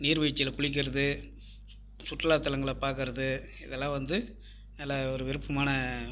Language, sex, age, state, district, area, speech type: Tamil, male, 60+, Tamil Nadu, Viluppuram, rural, spontaneous